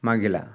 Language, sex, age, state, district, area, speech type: Odia, male, 30-45, Odisha, Nuapada, urban, spontaneous